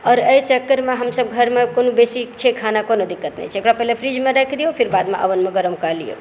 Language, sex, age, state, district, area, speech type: Maithili, female, 45-60, Bihar, Saharsa, urban, spontaneous